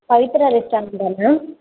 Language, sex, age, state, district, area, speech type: Tamil, female, 18-30, Tamil Nadu, Sivaganga, rural, conversation